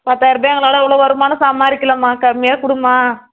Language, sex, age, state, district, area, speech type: Tamil, female, 30-45, Tamil Nadu, Tirupattur, rural, conversation